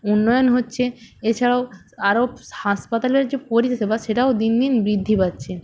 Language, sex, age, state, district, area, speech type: Bengali, female, 18-30, West Bengal, North 24 Parganas, rural, spontaneous